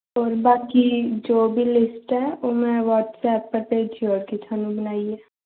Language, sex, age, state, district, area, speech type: Dogri, female, 18-30, Jammu and Kashmir, Samba, urban, conversation